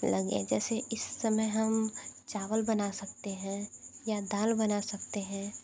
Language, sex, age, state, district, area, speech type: Hindi, female, 30-45, Uttar Pradesh, Sonbhadra, rural, spontaneous